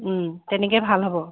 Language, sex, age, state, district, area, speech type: Assamese, female, 45-60, Assam, Charaideo, urban, conversation